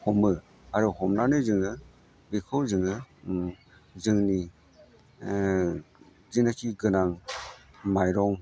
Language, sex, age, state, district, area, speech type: Bodo, male, 45-60, Assam, Chirang, rural, spontaneous